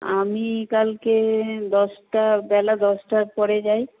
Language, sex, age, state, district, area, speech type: Bengali, female, 60+, West Bengal, Nadia, rural, conversation